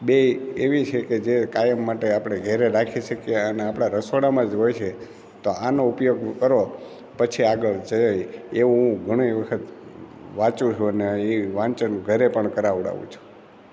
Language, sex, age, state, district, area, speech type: Gujarati, male, 60+, Gujarat, Amreli, rural, spontaneous